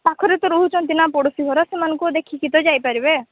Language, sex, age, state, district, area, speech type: Odia, female, 18-30, Odisha, Sambalpur, rural, conversation